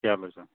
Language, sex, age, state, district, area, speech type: Kashmiri, male, 18-30, Jammu and Kashmir, Kulgam, rural, conversation